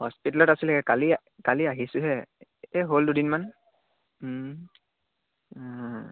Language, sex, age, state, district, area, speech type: Assamese, male, 18-30, Assam, Dibrugarh, urban, conversation